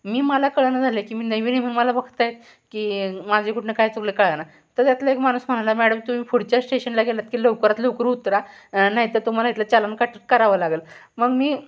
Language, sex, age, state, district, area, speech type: Marathi, female, 18-30, Maharashtra, Satara, urban, spontaneous